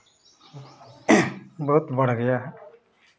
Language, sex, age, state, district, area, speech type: Hindi, male, 30-45, Uttar Pradesh, Chandauli, rural, spontaneous